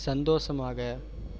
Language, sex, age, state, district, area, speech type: Tamil, male, 18-30, Tamil Nadu, Perambalur, urban, read